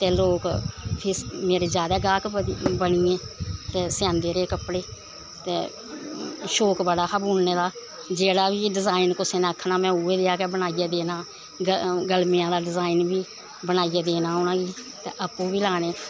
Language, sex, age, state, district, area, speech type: Dogri, female, 60+, Jammu and Kashmir, Samba, rural, spontaneous